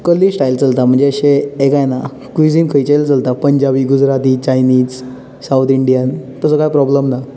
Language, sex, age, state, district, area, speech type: Goan Konkani, male, 18-30, Goa, Bardez, urban, spontaneous